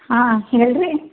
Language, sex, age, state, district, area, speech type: Kannada, female, 60+, Karnataka, Gulbarga, urban, conversation